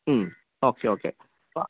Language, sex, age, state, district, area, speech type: Malayalam, male, 30-45, Kerala, Idukki, rural, conversation